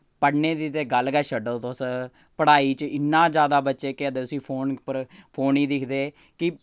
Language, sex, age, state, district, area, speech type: Dogri, male, 30-45, Jammu and Kashmir, Samba, rural, spontaneous